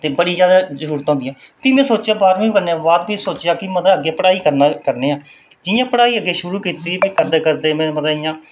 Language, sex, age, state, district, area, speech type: Dogri, male, 30-45, Jammu and Kashmir, Reasi, rural, spontaneous